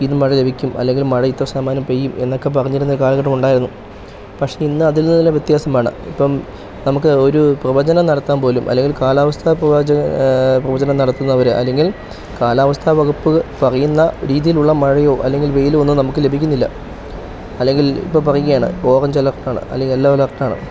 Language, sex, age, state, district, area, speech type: Malayalam, male, 30-45, Kerala, Idukki, rural, spontaneous